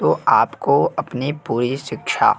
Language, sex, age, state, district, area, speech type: Hindi, male, 18-30, Madhya Pradesh, Jabalpur, urban, spontaneous